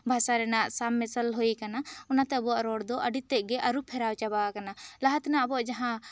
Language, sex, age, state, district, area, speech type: Santali, female, 18-30, West Bengal, Bankura, rural, spontaneous